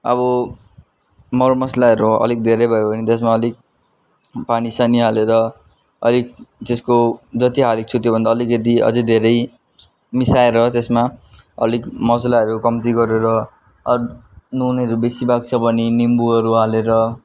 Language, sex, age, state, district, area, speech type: Nepali, male, 45-60, West Bengal, Darjeeling, rural, spontaneous